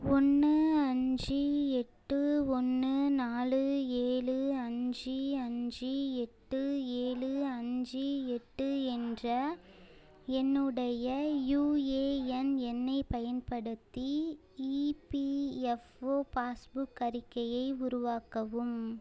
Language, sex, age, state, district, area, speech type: Tamil, female, 18-30, Tamil Nadu, Ariyalur, rural, read